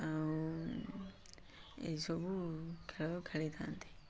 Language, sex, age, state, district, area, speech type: Odia, male, 18-30, Odisha, Mayurbhanj, rural, spontaneous